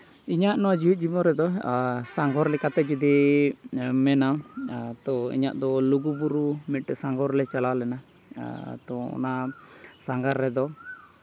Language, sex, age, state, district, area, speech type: Santali, male, 30-45, Jharkhand, Seraikela Kharsawan, rural, spontaneous